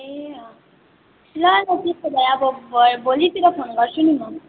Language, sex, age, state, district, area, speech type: Nepali, female, 18-30, West Bengal, Darjeeling, rural, conversation